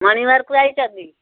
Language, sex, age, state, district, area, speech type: Odia, female, 60+, Odisha, Gajapati, rural, conversation